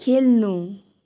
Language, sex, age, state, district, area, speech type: Nepali, female, 18-30, West Bengal, Darjeeling, rural, read